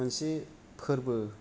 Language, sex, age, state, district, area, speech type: Bodo, male, 30-45, Assam, Kokrajhar, rural, spontaneous